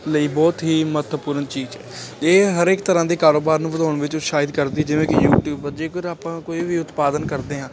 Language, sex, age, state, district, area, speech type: Punjabi, male, 18-30, Punjab, Ludhiana, urban, spontaneous